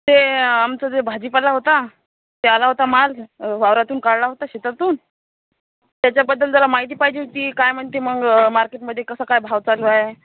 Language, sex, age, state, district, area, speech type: Marathi, female, 18-30, Maharashtra, Washim, rural, conversation